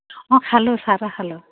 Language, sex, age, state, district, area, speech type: Assamese, female, 45-60, Assam, Sivasagar, rural, conversation